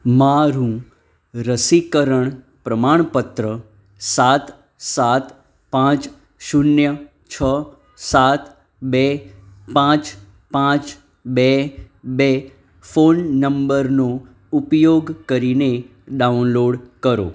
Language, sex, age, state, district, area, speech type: Gujarati, male, 30-45, Gujarat, Anand, urban, read